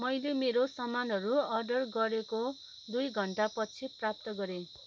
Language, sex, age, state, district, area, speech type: Nepali, female, 30-45, West Bengal, Kalimpong, rural, read